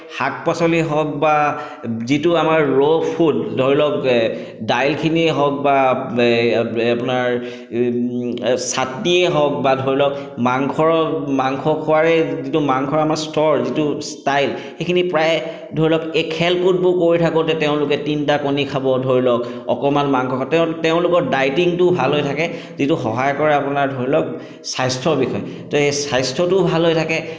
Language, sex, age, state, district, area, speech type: Assamese, male, 30-45, Assam, Chirang, urban, spontaneous